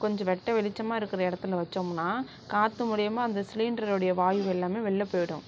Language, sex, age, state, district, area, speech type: Tamil, female, 60+, Tamil Nadu, Sivaganga, rural, spontaneous